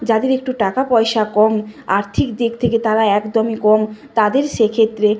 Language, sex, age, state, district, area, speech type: Bengali, female, 30-45, West Bengal, Nadia, rural, spontaneous